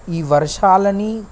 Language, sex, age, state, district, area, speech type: Telugu, male, 18-30, Telangana, Kamareddy, urban, spontaneous